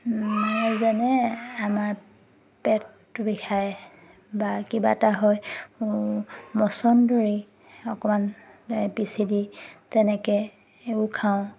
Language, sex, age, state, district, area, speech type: Assamese, female, 30-45, Assam, Majuli, urban, spontaneous